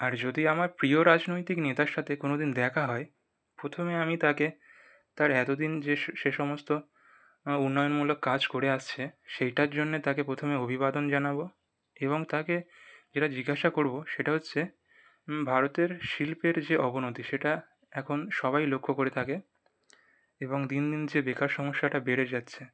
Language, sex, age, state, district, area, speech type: Bengali, male, 18-30, West Bengal, North 24 Parganas, urban, spontaneous